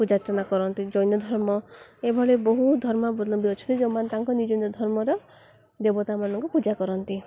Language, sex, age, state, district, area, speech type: Odia, female, 18-30, Odisha, Koraput, urban, spontaneous